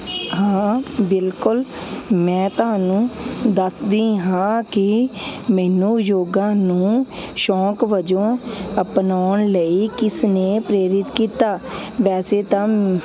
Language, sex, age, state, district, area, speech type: Punjabi, female, 30-45, Punjab, Hoshiarpur, urban, spontaneous